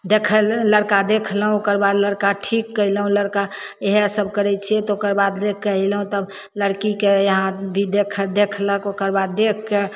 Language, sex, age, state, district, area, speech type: Maithili, female, 60+, Bihar, Begusarai, rural, spontaneous